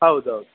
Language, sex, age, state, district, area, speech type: Kannada, male, 18-30, Karnataka, Shimoga, rural, conversation